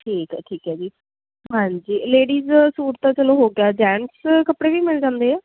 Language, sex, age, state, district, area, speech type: Punjabi, female, 30-45, Punjab, Jalandhar, rural, conversation